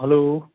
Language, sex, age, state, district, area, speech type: Nepali, male, 60+, West Bengal, Darjeeling, rural, conversation